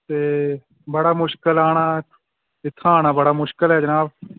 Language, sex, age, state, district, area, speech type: Dogri, male, 18-30, Jammu and Kashmir, Udhampur, rural, conversation